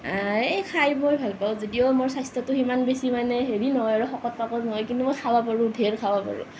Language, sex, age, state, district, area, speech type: Assamese, female, 18-30, Assam, Nalbari, rural, spontaneous